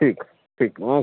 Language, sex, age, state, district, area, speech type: Urdu, male, 60+, Uttar Pradesh, Lucknow, urban, conversation